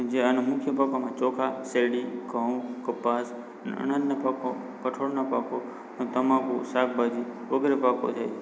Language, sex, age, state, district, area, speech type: Gujarati, male, 18-30, Gujarat, Morbi, rural, spontaneous